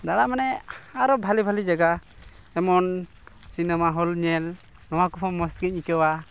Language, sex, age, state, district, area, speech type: Santali, male, 18-30, West Bengal, Malda, rural, spontaneous